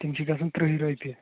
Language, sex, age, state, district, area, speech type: Kashmiri, male, 18-30, Jammu and Kashmir, Anantnag, rural, conversation